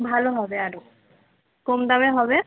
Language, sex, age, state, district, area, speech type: Bengali, female, 18-30, West Bengal, Uttar Dinajpur, urban, conversation